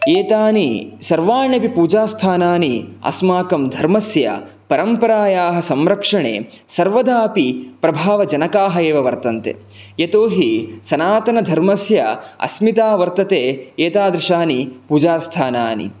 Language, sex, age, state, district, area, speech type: Sanskrit, male, 18-30, Karnataka, Chikkamagaluru, rural, spontaneous